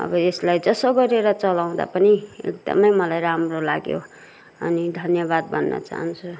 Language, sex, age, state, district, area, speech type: Nepali, female, 60+, West Bengal, Kalimpong, rural, spontaneous